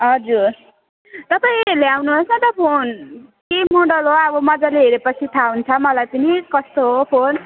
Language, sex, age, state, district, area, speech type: Nepali, female, 18-30, West Bengal, Alipurduar, urban, conversation